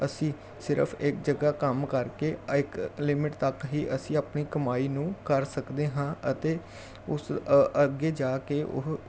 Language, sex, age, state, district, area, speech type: Punjabi, male, 30-45, Punjab, Jalandhar, urban, spontaneous